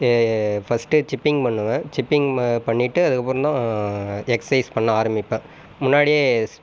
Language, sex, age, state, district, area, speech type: Tamil, male, 30-45, Tamil Nadu, Viluppuram, rural, spontaneous